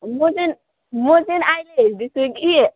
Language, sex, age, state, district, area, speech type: Nepali, female, 18-30, West Bengal, Alipurduar, urban, conversation